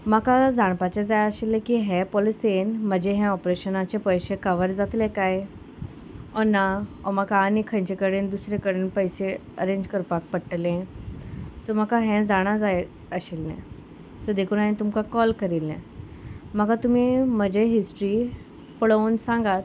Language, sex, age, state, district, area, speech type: Goan Konkani, female, 30-45, Goa, Salcete, rural, spontaneous